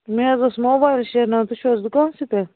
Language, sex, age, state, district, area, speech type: Kashmiri, female, 30-45, Jammu and Kashmir, Baramulla, rural, conversation